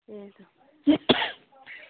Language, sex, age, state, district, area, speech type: Manipuri, female, 18-30, Manipur, Senapati, rural, conversation